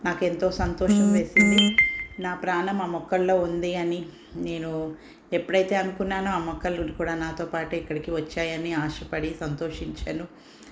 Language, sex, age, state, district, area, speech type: Telugu, female, 45-60, Telangana, Ranga Reddy, rural, spontaneous